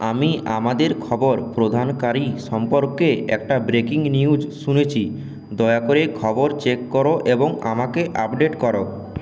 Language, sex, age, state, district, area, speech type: Bengali, male, 18-30, West Bengal, Purulia, urban, read